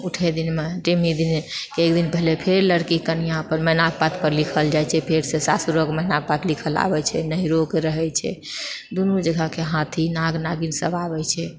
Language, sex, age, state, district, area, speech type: Maithili, female, 60+, Bihar, Purnia, rural, spontaneous